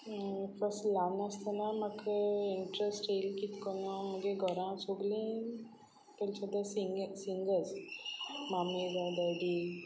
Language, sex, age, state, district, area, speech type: Goan Konkani, female, 45-60, Goa, Sanguem, rural, spontaneous